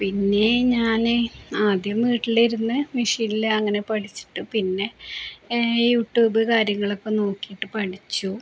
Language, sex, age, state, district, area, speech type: Malayalam, female, 30-45, Kerala, Palakkad, rural, spontaneous